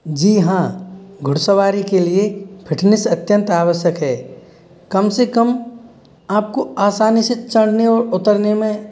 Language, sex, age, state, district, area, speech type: Hindi, male, 45-60, Rajasthan, Karauli, rural, spontaneous